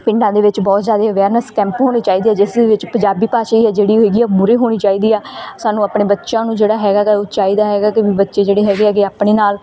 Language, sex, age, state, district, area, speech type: Punjabi, female, 18-30, Punjab, Bathinda, rural, spontaneous